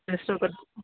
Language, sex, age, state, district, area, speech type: Telugu, male, 18-30, Telangana, Vikarabad, urban, conversation